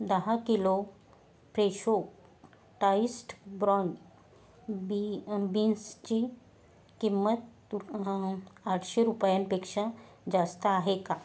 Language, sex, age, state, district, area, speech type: Marathi, female, 30-45, Maharashtra, Yavatmal, urban, read